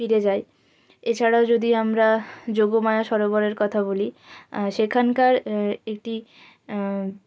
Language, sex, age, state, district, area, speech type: Bengali, female, 30-45, West Bengal, Purulia, urban, spontaneous